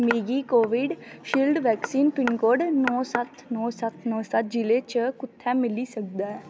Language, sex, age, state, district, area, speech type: Dogri, female, 18-30, Jammu and Kashmir, Kathua, rural, read